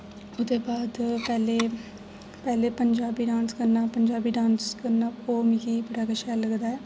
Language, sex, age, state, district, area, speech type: Dogri, female, 18-30, Jammu and Kashmir, Jammu, rural, spontaneous